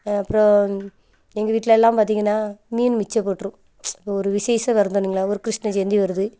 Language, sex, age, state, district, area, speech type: Tamil, female, 30-45, Tamil Nadu, Thoothukudi, rural, spontaneous